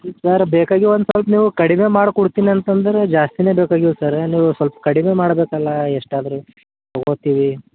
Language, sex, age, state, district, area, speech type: Kannada, male, 18-30, Karnataka, Bidar, rural, conversation